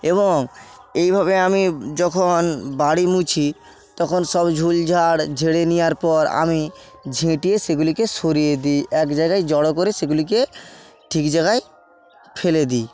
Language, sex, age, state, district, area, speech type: Bengali, male, 18-30, West Bengal, Bankura, rural, spontaneous